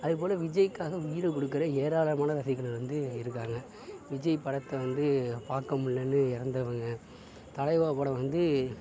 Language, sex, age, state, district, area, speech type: Tamil, male, 60+, Tamil Nadu, Sivaganga, urban, spontaneous